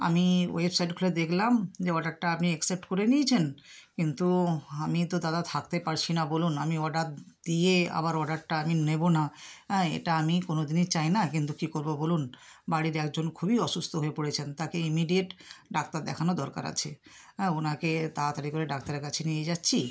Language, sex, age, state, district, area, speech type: Bengali, female, 60+, West Bengal, Nadia, rural, spontaneous